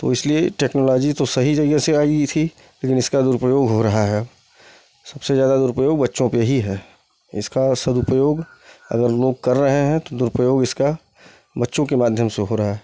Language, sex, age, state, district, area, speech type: Hindi, male, 45-60, Uttar Pradesh, Chandauli, urban, spontaneous